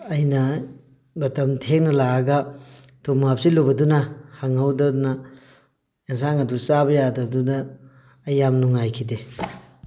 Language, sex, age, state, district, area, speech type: Manipuri, male, 18-30, Manipur, Thoubal, rural, spontaneous